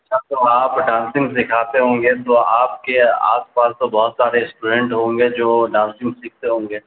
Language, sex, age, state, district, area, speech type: Urdu, male, 18-30, Bihar, Darbhanga, rural, conversation